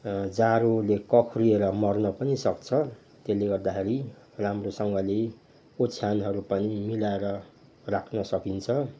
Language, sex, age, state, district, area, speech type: Nepali, male, 60+, West Bengal, Kalimpong, rural, spontaneous